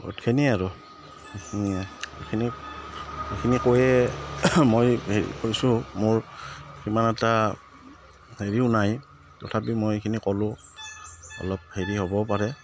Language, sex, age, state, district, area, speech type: Assamese, male, 45-60, Assam, Udalguri, rural, spontaneous